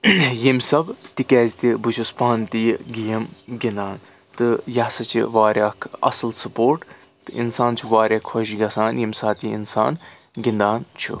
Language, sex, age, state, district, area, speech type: Kashmiri, male, 30-45, Jammu and Kashmir, Anantnag, rural, spontaneous